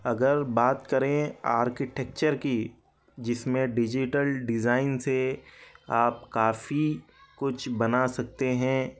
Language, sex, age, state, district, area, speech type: Urdu, male, 30-45, Telangana, Hyderabad, urban, spontaneous